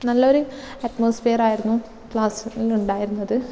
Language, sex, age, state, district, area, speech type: Malayalam, female, 18-30, Kerala, Kannur, rural, spontaneous